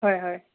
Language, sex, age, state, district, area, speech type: Assamese, female, 45-60, Assam, Tinsukia, urban, conversation